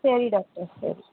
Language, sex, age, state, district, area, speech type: Tamil, female, 18-30, Tamil Nadu, Chennai, urban, conversation